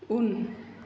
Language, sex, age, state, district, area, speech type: Bodo, female, 45-60, Assam, Chirang, urban, read